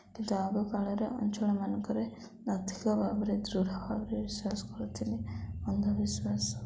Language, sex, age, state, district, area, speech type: Odia, female, 18-30, Odisha, Koraput, urban, spontaneous